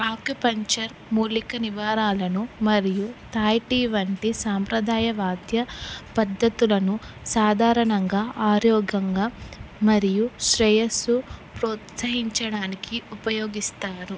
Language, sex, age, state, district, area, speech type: Telugu, female, 18-30, Telangana, Kamareddy, urban, spontaneous